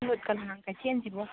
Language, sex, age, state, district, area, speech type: Manipuri, female, 60+, Manipur, Kangpokpi, urban, conversation